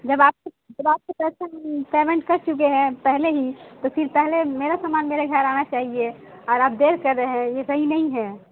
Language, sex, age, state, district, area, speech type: Urdu, female, 18-30, Bihar, Saharsa, rural, conversation